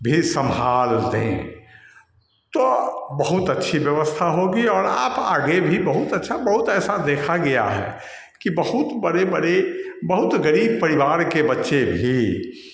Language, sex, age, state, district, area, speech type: Hindi, male, 60+, Bihar, Samastipur, rural, spontaneous